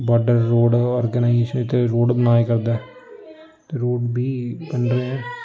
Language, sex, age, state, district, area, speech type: Dogri, male, 18-30, Jammu and Kashmir, Samba, urban, spontaneous